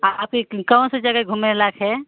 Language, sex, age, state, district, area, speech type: Hindi, female, 45-60, Uttar Pradesh, Ghazipur, rural, conversation